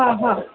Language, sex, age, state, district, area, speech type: Odia, female, 45-60, Odisha, Sundergarh, rural, conversation